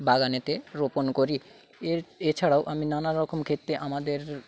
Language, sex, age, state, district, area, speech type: Bengali, male, 45-60, West Bengal, Paschim Medinipur, rural, spontaneous